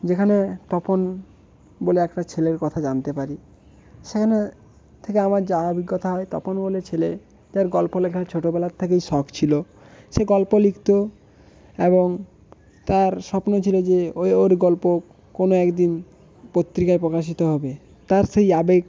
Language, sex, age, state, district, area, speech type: Bengali, male, 18-30, West Bengal, Jhargram, rural, spontaneous